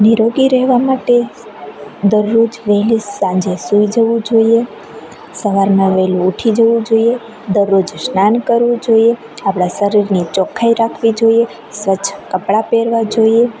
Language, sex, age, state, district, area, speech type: Gujarati, female, 18-30, Gujarat, Rajkot, rural, spontaneous